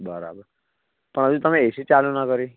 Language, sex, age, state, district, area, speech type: Gujarati, male, 18-30, Gujarat, Anand, rural, conversation